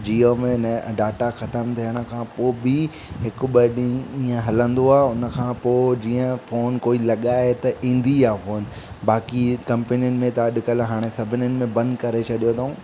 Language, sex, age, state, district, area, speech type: Sindhi, male, 18-30, Madhya Pradesh, Katni, rural, spontaneous